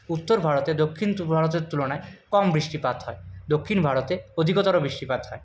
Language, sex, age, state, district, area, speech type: Bengali, male, 18-30, West Bengal, Purulia, urban, spontaneous